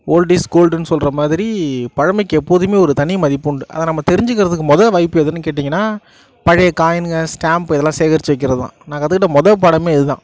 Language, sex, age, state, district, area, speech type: Tamil, male, 18-30, Tamil Nadu, Nagapattinam, rural, spontaneous